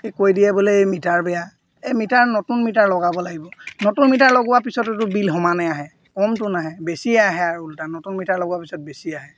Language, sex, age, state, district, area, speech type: Assamese, male, 45-60, Assam, Golaghat, rural, spontaneous